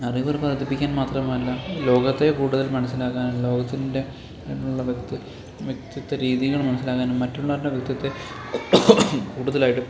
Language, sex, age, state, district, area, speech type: Malayalam, male, 30-45, Kerala, Alappuzha, rural, spontaneous